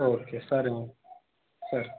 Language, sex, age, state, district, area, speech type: Telugu, male, 18-30, Telangana, Suryapet, urban, conversation